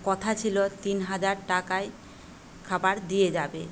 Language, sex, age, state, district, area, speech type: Bengali, female, 45-60, West Bengal, Paschim Medinipur, rural, spontaneous